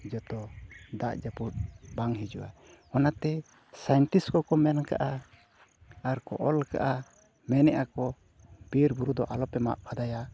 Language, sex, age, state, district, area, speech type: Santali, male, 45-60, Odisha, Mayurbhanj, rural, spontaneous